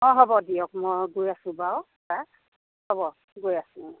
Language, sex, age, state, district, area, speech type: Assamese, female, 60+, Assam, Lakhimpur, urban, conversation